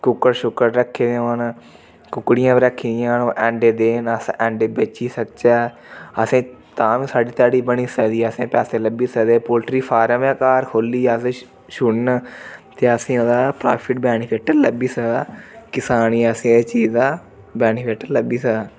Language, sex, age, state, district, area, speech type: Dogri, male, 30-45, Jammu and Kashmir, Reasi, rural, spontaneous